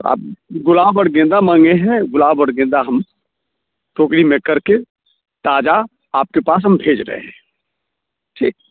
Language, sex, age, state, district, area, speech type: Hindi, male, 45-60, Bihar, Muzaffarpur, rural, conversation